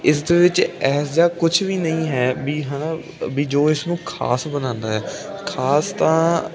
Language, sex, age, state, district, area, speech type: Punjabi, male, 18-30, Punjab, Ludhiana, urban, spontaneous